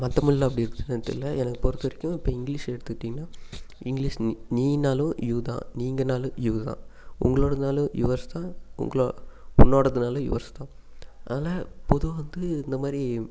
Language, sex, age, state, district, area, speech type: Tamil, male, 18-30, Tamil Nadu, Namakkal, rural, spontaneous